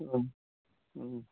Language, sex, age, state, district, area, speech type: Manipuri, male, 30-45, Manipur, Kakching, rural, conversation